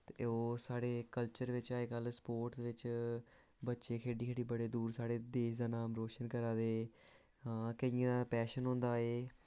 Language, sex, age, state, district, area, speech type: Dogri, male, 18-30, Jammu and Kashmir, Samba, urban, spontaneous